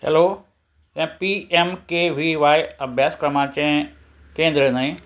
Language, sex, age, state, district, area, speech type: Goan Konkani, male, 60+, Goa, Ponda, rural, spontaneous